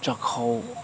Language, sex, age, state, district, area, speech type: Manipuri, male, 30-45, Manipur, Ukhrul, urban, spontaneous